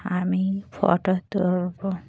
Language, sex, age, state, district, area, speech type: Bengali, female, 45-60, West Bengal, Dakshin Dinajpur, urban, spontaneous